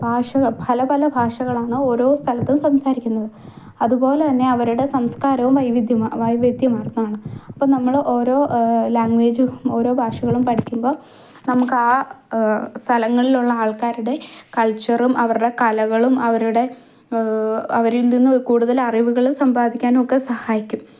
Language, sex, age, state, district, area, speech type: Malayalam, female, 18-30, Kerala, Idukki, rural, spontaneous